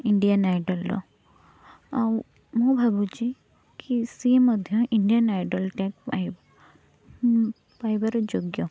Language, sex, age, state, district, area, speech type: Odia, female, 18-30, Odisha, Kendujhar, urban, spontaneous